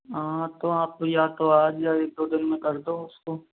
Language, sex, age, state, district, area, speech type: Hindi, male, 45-60, Rajasthan, Karauli, rural, conversation